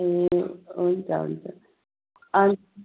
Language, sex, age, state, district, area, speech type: Nepali, female, 45-60, West Bengal, Jalpaiguri, rural, conversation